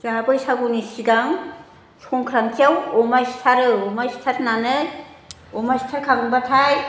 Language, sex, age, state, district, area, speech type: Bodo, female, 60+, Assam, Chirang, urban, spontaneous